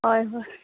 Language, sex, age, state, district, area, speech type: Manipuri, female, 18-30, Manipur, Chandel, rural, conversation